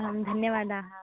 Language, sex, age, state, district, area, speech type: Sanskrit, female, 18-30, Karnataka, Davanagere, urban, conversation